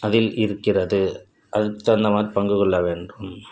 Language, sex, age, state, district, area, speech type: Tamil, male, 60+, Tamil Nadu, Tiruchirappalli, rural, spontaneous